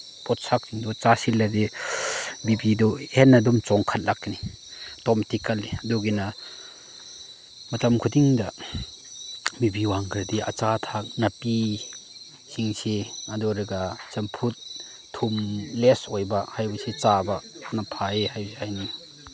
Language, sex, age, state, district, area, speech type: Manipuri, male, 30-45, Manipur, Chandel, rural, spontaneous